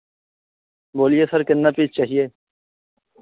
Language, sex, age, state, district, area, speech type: Hindi, male, 45-60, Uttar Pradesh, Pratapgarh, rural, conversation